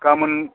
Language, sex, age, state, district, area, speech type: Bodo, male, 60+, Assam, Udalguri, rural, conversation